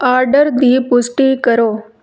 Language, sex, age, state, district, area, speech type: Punjabi, female, 30-45, Punjab, Tarn Taran, rural, read